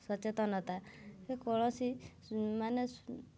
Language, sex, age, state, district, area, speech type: Odia, female, 18-30, Odisha, Mayurbhanj, rural, spontaneous